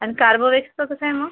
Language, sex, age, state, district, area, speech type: Marathi, female, 30-45, Maharashtra, Yavatmal, rural, conversation